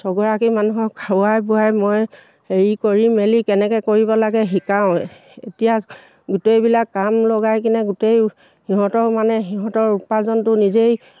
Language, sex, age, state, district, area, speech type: Assamese, female, 60+, Assam, Dibrugarh, rural, spontaneous